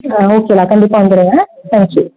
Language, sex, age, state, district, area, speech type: Tamil, female, 18-30, Tamil Nadu, Mayiladuthurai, urban, conversation